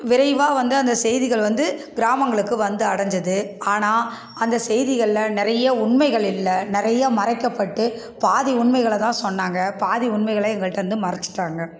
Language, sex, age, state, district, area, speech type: Tamil, female, 45-60, Tamil Nadu, Kallakurichi, rural, spontaneous